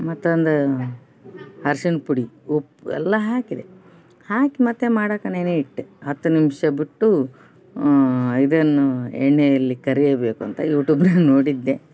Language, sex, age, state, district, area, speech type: Kannada, female, 30-45, Karnataka, Koppal, urban, spontaneous